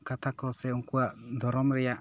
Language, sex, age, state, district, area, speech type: Santali, male, 18-30, West Bengal, Bankura, rural, spontaneous